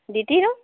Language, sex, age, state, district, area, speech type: Assamese, female, 30-45, Assam, Sivasagar, rural, conversation